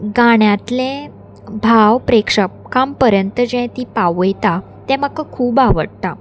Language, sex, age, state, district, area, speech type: Goan Konkani, female, 18-30, Goa, Salcete, rural, spontaneous